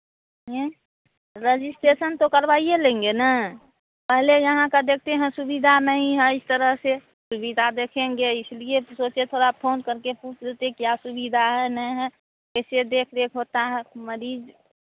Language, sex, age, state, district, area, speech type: Hindi, female, 45-60, Bihar, Madhepura, rural, conversation